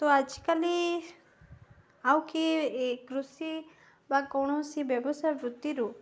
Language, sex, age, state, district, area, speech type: Odia, female, 18-30, Odisha, Koraput, urban, spontaneous